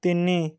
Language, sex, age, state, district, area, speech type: Odia, male, 18-30, Odisha, Ganjam, urban, read